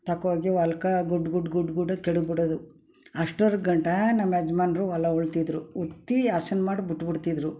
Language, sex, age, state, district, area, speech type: Kannada, female, 60+, Karnataka, Mysore, rural, spontaneous